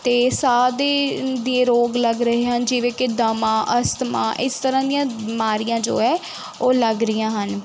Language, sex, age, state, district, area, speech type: Punjabi, female, 18-30, Punjab, Kapurthala, urban, spontaneous